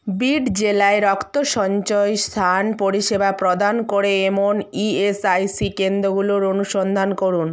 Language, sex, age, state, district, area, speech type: Bengali, female, 30-45, West Bengal, Purba Medinipur, rural, read